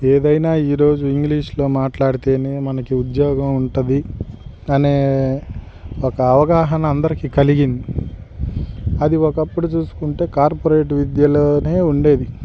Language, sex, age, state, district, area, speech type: Telugu, male, 45-60, Andhra Pradesh, Guntur, rural, spontaneous